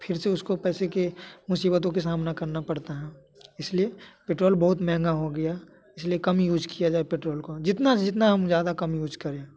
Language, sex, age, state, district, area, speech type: Hindi, male, 18-30, Bihar, Muzaffarpur, urban, spontaneous